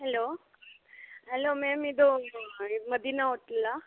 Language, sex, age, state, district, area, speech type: Kannada, female, 18-30, Karnataka, Bangalore Rural, rural, conversation